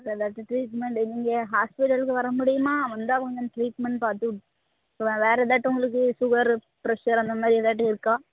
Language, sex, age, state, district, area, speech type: Tamil, female, 18-30, Tamil Nadu, Thoothukudi, rural, conversation